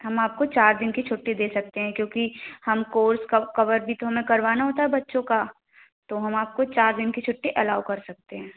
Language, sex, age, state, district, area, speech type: Hindi, female, 18-30, Madhya Pradesh, Gwalior, rural, conversation